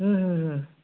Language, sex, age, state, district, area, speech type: Bengali, male, 45-60, West Bengal, North 24 Parganas, rural, conversation